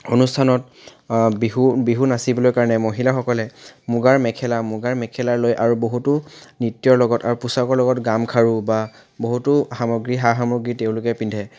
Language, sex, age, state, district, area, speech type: Assamese, male, 18-30, Assam, Charaideo, urban, spontaneous